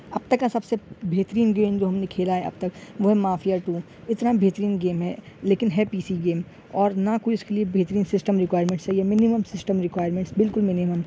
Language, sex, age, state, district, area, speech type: Urdu, male, 18-30, Uttar Pradesh, Shahjahanpur, urban, spontaneous